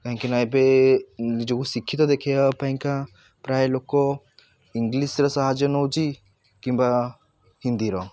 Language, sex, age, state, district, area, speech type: Odia, male, 18-30, Odisha, Puri, urban, spontaneous